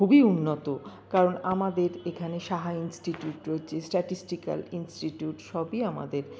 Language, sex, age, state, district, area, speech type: Bengali, female, 45-60, West Bengal, Paschim Bardhaman, urban, spontaneous